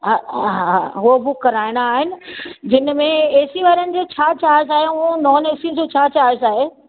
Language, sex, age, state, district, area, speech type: Sindhi, female, 45-60, Delhi, South Delhi, urban, conversation